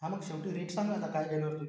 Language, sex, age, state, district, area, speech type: Marathi, male, 18-30, Maharashtra, Washim, rural, spontaneous